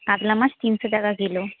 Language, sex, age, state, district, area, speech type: Bengali, female, 30-45, West Bengal, Paschim Medinipur, rural, conversation